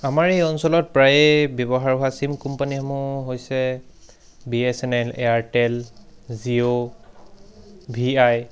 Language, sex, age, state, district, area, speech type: Assamese, male, 18-30, Assam, Charaideo, urban, spontaneous